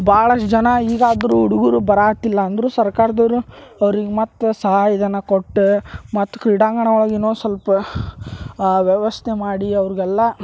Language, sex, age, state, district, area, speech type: Kannada, male, 30-45, Karnataka, Gadag, rural, spontaneous